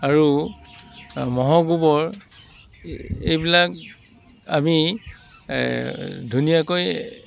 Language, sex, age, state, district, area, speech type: Assamese, male, 45-60, Assam, Dibrugarh, rural, spontaneous